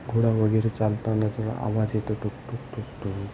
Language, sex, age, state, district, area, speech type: Marathi, male, 18-30, Maharashtra, Nanded, urban, spontaneous